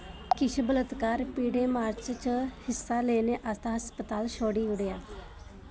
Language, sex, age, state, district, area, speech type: Dogri, female, 18-30, Jammu and Kashmir, Kathua, rural, read